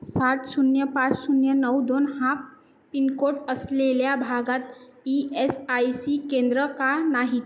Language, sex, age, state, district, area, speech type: Marathi, female, 18-30, Maharashtra, Nagpur, urban, read